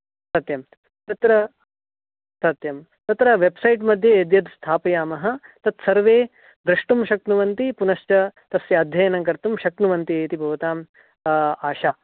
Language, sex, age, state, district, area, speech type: Sanskrit, male, 18-30, Karnataka, Dakshina Kannada, urban, conversation